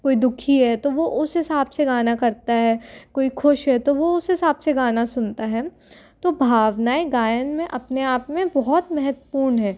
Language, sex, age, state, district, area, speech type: Hindi, female, 18-30, Madhya Pradesh, Jabalpur, urban, spontaneous